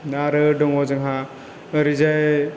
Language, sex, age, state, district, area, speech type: Bodo, male, 18-30, Assam, Chirang, urban, spontaneous